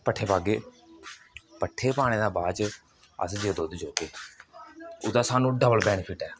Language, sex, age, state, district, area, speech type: Dogri, male, 18-30, Jammu and Kashmir, Kathua, rural, spontaneous